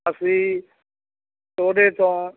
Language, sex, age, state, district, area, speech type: Punjabi, male, 60+, Punjab, Bathinda, urban, conversation